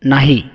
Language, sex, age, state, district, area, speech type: Marathi, male, 30-45, Maharashtra, Buldhana, urban, read